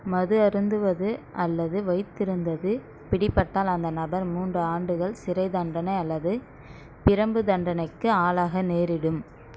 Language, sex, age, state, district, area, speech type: Tamil, female, 18-30, Tamil Nadu, Kallakurichi, rural, read